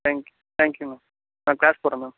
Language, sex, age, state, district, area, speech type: Tamil, male, 18-30, Tamil Nadu, Mayiladuthurai, rural, conversation